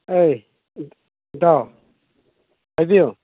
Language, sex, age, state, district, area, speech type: Manipuri, male, 18-30, Manipur, Thoubal, rural, conversation